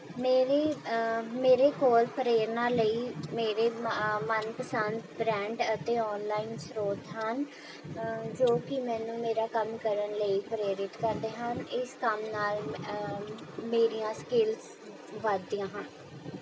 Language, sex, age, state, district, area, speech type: Punjabi, female, 18-30, Punjab, Rupnagar, urban, spontaneous